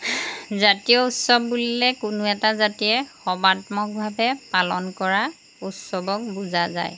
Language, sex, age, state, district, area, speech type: Assamese, female, 30-45, Assam, Jorhat, urban, spontaneous